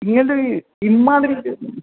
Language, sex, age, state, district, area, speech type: Malayalam, male, 18-30, Kerala, Kozhikode, urban, conversation